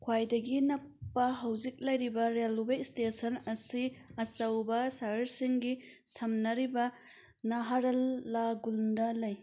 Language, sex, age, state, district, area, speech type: Manipuri, female, 30-45, Manipur, Thoubal, rural, read